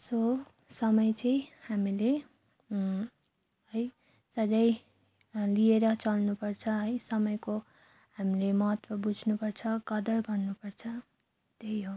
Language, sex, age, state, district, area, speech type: Nepali, female, 30-45, West Bengal, Darjeeling, rural, spontaneous